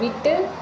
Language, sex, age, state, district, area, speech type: Tamil, female, 30-45, Tamil Nadu, Madurai, urban, read